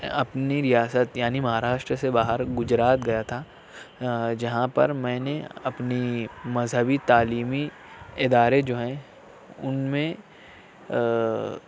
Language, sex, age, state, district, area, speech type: Urdu, male, 60+, Maharashtra, Nashik, urban, spontaneous